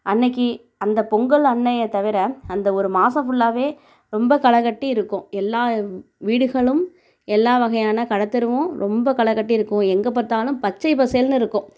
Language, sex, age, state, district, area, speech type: Tamil, female, 30-45, Tamil Nadu, Tiruvarur, rural, spontaneous